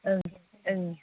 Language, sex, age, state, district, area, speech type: Bodo, female, 30-45, Assam, Baksa, rural, conversation